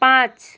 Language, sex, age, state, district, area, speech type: Nepali, female, 18-30, West Bengal, Kalimpong, rural, read